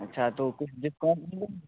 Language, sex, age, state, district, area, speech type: Hindi, male, 18-30, Bihar, Darbhanga, rural, conversation